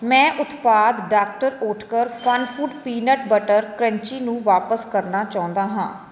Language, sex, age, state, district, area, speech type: Punjabi, female, 30-45, Punjab, Fatehgarh Sahib, urban, read